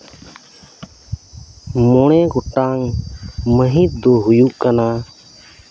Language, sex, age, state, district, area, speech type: Santali, male, 30-45, Jharkhand, Seraikela Kharsawan, rural, spontaneous